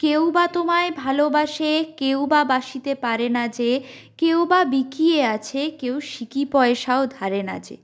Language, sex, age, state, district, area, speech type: Bengali, female, 45-60, West Bengal, Bankura, urban, spontaneous